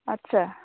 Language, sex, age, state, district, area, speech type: Assamese, female, 45-60, Assam, Jorhat, urban, conversation